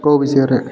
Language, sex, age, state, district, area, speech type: Odia, male, 18-30, Odisha, Nabarangpur, urban, read